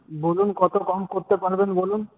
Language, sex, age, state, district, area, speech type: Bengali, male, 18-30, West Bengal, Paschim Bardhaman, rural, conversation